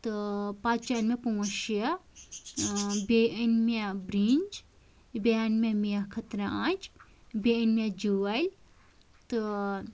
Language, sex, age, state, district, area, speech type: Kashmiri, female, 30-45, Jammu and Kashmir, Anantnag, rural, spontaneous